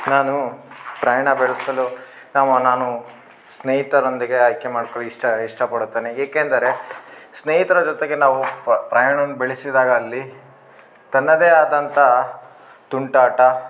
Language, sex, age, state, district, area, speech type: Kannada, male, 18-30, Karnataka, Bellary, rural, spontaneous